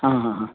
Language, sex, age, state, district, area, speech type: Goan Konkani, male, 45-60, Goa, Canacona, rural, conversation